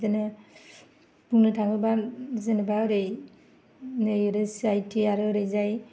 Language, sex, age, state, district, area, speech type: Bodo, female, 30-45, Assam, Kokrajhar, rural, spontaneous